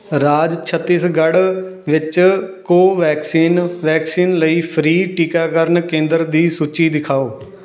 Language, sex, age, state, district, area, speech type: Punjabi, male, 18-30, Punjab, Fatehgarh Sahib, urban, read